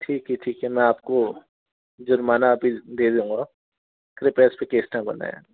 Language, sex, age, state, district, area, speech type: Hindi, male, 60+, Rajasthan, Jaipur, urban, conversation